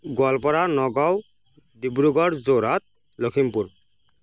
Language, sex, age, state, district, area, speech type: Assamese, male, 60+, Assam, Nagaon, rural, spontaneous